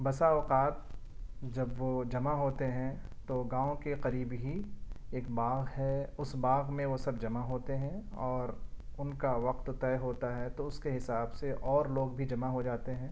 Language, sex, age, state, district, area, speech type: Urdu, male, 45-60, Delhi, Central Delhi, urban, spontaneous